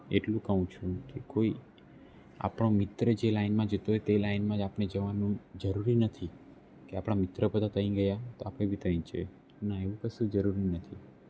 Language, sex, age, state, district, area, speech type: Gujarati, male, 18-30, Gujarat, Narmada, rural, spontaneous